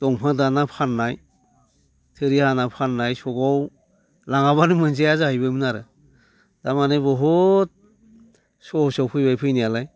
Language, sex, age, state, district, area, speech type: Bodo, male, 60+, Assam, Baksa, rural, spontaneous